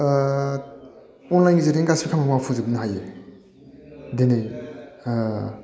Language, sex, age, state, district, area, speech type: Bodo, male, 18-30, Assam, Udalguri, rural, spontaneous